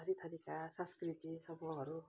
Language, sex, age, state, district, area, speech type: Nepali, female, 60+, West Bengal, Kalimpong, rural, spontaneous